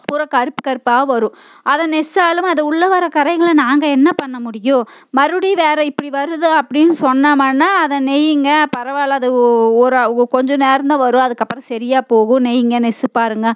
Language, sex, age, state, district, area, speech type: Tamil, female, 30-45, Tamil Nadu, Coimbatore, rural, spontaneous